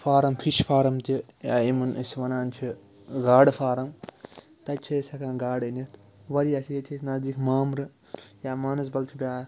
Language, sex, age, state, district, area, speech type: Kashmiri, male, 18-30, Jammu and Kashmir, Srinagar, urban, spontaneous